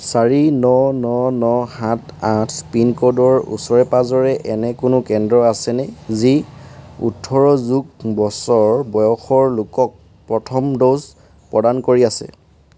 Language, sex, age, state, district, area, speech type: Assamese, male, 18-30, Assam, Tinsukia, urban, read